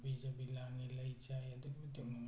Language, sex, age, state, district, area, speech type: Manipuri, male, 18-30, Manipur, Tengnoupal, rural, spontaneous